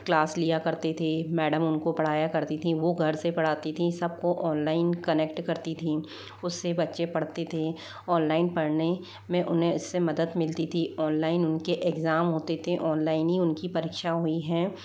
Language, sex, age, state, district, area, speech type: Hindi, female, 45-60, Rajasthan, Jaipur, urban, spontaneous